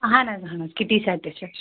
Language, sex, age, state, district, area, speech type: Kashmiri, female, 30-45, Jammu and Kashmir, Shopian, rural, conversation